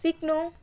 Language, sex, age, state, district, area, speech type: Nepali, female, 18-30, West Bengal, Darjeeling, rural, read